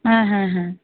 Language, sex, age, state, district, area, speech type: Bengali, female, 45-60, West Bengal, Bankura, urban, conversation